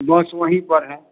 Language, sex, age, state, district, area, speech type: Hindi, male, 60+, Bihar, Madhepura, rural, conversation